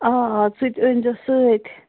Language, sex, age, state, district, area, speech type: Kashmiri, female, 45-60, Jammu and Kashmir, Baramulla, urban, conversation